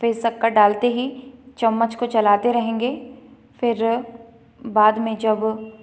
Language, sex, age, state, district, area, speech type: Hindi, female, 30-45, Madhya Pradesh, Balaghat, rural, spontaneous